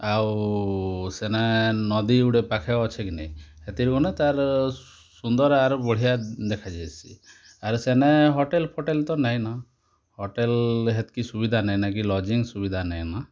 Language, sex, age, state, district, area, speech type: Odia, male, 30-45, Odisha, Kalahandi, rural, spontaneous